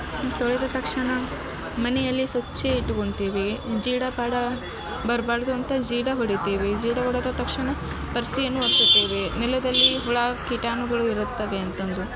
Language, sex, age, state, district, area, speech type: Kannada, female, 18-30, Karnataka, Gadag, urban, spontaneous